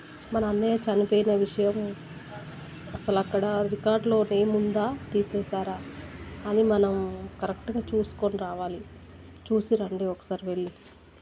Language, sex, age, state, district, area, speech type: Telugu, female, 30-45, Telangana, Warangal, rural, spontaneous